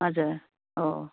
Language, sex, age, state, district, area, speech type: Nepali, female, 45-60, West Bengal, Kalimpong, rural, conversation